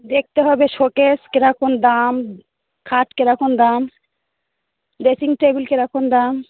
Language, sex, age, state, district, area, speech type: Bengali, female, 30-45, West Bengal, Darjeeling, urban, conversation